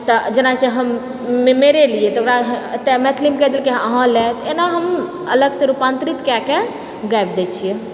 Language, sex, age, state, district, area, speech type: Maithili, female, 45-60, Bihar, Purnia, rural, spontaneous